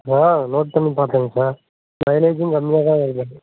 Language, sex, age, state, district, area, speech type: Tamil, male, 45-60, Tamil Nadu, Madurai, urban, conversation